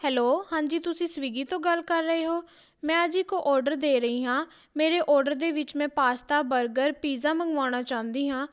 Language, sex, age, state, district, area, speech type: Punjabi, female, 18-30, Punjab, Patiala, rural, spontaneous